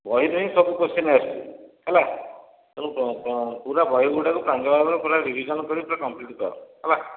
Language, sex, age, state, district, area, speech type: Odia, male, 45-60, Odisha, Dhenkanal, rural, conversation